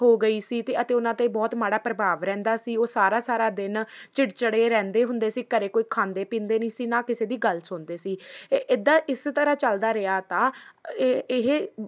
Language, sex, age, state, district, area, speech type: Punjabi, female, 18-30, Punjab, Faridkot, urban, spontaneous